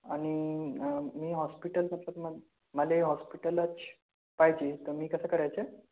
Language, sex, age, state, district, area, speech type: Marathi, male, 18-30, Maharashtra, Gondia, rural, conversation